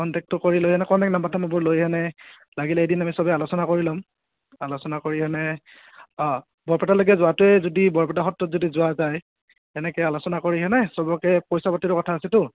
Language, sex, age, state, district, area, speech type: Assamese, male, 30-45, Assam, Goalpara, urban, conversation